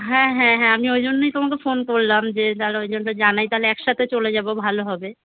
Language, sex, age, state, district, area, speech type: Bengali, female, 30-45, West Bengal, Howrah, urban, conversation